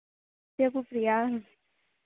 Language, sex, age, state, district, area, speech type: Telugu, female, 18-30, Andhra Pradesh, Sri Balaji, rural, conversation